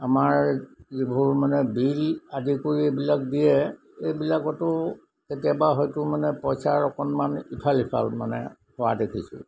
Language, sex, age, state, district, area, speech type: Assamese, male, 60+, Assam, Golaghat, urban, spontaneous